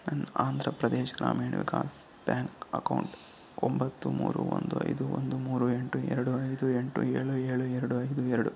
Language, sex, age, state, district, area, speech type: Kannada, male, 45-60, Karnataka, Kolar, rural, read